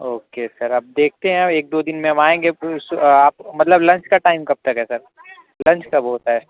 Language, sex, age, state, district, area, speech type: Urdu, male, 18-30, Uttar Pradesh, Azamgarh, rural, conversation